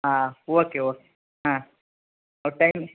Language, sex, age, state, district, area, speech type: Kannada, male, 60+, Karnataka, Shimoga, rural, conversation